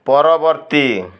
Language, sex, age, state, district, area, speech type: Odia, male, 60+, Odisha, Balasore, rural, read